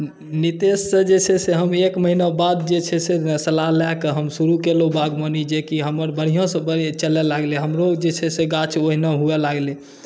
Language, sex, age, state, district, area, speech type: Maithili, male, 30-45, Bihar, Saharsa, rural, spontaneous